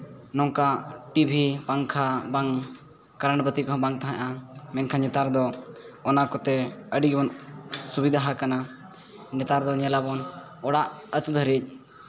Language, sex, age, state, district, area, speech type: Santali, male, 18-30, Jharkhand, East Singhbhum, rural, spontaneous